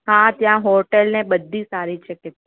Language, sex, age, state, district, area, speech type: Gujarati, female, 30-45, Gujarat, Narmada, urban, conversation